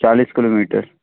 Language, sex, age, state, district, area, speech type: Hindi, male, 30-45, Madhya Pradesh, Seoni, urban, conversation